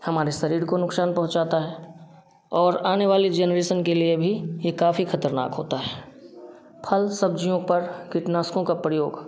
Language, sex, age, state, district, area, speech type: Hindi, male, 30-45, Bihar, Samastipur, urban, spontaneous